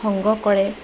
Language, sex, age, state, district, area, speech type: Assamese, female, 30-45, Assam, Majuli, urban, spontaneous